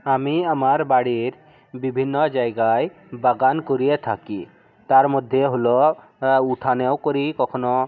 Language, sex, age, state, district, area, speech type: Bengali, male, 45-60, West Bengal, South 24 Parganas, rural, spontaneous